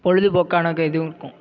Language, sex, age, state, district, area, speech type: Tamil, male, 30-45, Tamil Nadu, Tiruvarur, rural, spontaneous